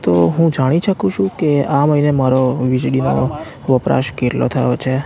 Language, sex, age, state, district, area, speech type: Gujarati, male, 18-30, Gujarat, Anand, rural, spontaneous